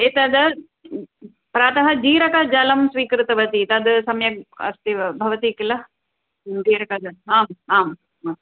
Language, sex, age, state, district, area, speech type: Sanskrit, female, 45-60, Tamil Nadu, Chennai, urban, conversation